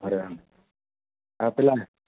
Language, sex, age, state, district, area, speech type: Gujarati, male, 30-45, Gujarat, Anand, urban, conversation